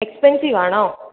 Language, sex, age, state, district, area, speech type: Malayalam, male, 18-30, Kerala, Kozhikode, urban, conversation